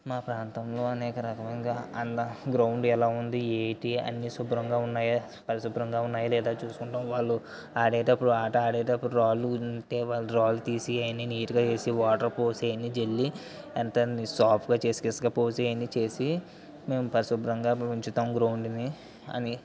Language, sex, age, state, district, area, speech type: Telugu, male, 45-60, Andhra Pradesh, Kakinada, urban, spontaneous